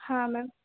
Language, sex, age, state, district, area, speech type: Hindi, female, 18-30, Madhya Pradesh, Narsinghpur, rural, conversation